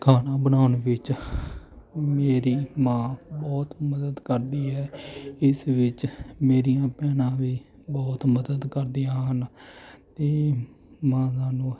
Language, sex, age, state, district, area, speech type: Punjabi, male, 30-45, Punjab, Mohali, urban, spontaneous